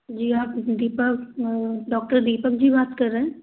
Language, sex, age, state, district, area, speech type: Hindi, female, 18-30, Madhya Pradesh, Gwalior, urban, conversation